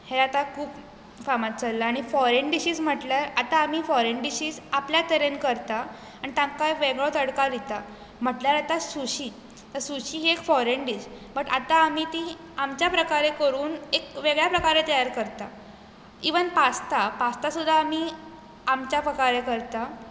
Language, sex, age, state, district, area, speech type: Goan Konkani, female, 18-30, Goa, Bardez, rural, spontaneous